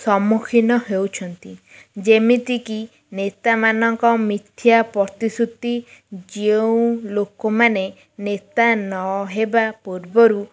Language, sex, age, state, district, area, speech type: Odia, female, 18-30, Odisha, Ganjam, urban, spontaneous